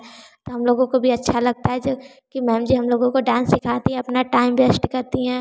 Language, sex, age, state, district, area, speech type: Hindi, female, 18-30, Uttar Pradesh, Varanasi, urban, spontaneous